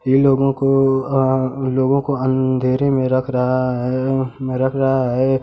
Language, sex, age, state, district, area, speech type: Hindi, male, 30-45, Uttar Pradesh, Mau, rural, spontaneous